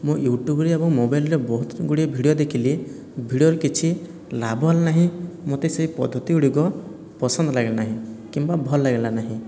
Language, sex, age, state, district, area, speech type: Odia, male, 18-30, Odisha, Boudh, rural, spontaneous